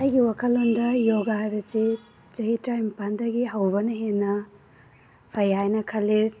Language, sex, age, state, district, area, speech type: Manipuri, female, 30-45, Manipur, Imphal East, rural, spontaneous